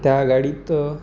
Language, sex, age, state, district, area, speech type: Marathi, male, 18-30, Maharashtra, Amravati, urban, spontaneous